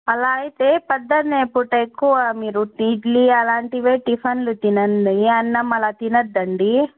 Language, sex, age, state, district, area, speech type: Telugu, female, 18-30, Andhra Pradesh, Annamaya, rural, conversation